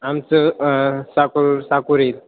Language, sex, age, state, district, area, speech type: Marathi, male, 18-30, Maharashtra, Ahmednagar, urban, conversation